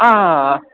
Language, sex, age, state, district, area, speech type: Malayalam, male, 18-30, Kerala, Idukki, urban, conversation